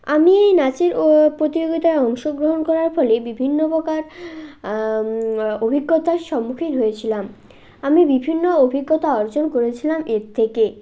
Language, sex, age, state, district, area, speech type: Bengali, male, 18-30, West Bengal, Jalpaiguri, rural, spontaneous